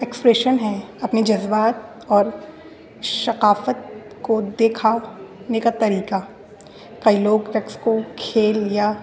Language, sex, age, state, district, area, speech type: Urdu, female, 18-30, Delhi, North East Delhi, urban, spontaneous